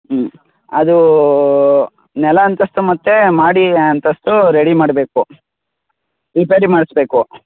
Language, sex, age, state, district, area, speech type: Kannada, male, 45-60, Karnataka, Tumkur, rural, conversation